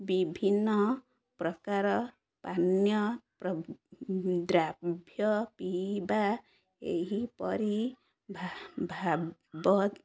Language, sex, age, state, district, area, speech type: Odia, female, 30-45, Odisha, Ganjam, urban, spontaneous